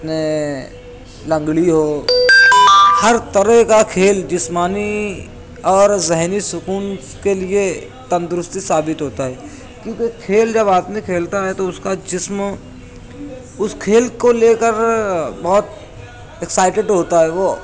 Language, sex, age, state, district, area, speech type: Urdu, male, 18-30, Maharashtra, Nashik, urban, spontaneous